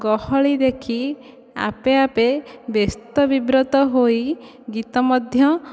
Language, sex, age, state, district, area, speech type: Odia, female, 18-30, Odisha, Dhenkanal, rural, spontaneous